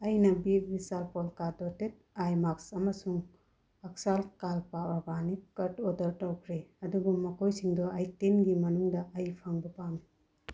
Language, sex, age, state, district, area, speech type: Manipuri, female, 30-45, Manipur, Bishnupur, rural, read